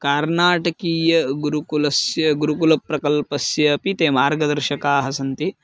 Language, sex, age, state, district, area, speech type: Sanskrit, male, 18-30, Karnataka, Bagalkot, rural, spontaneous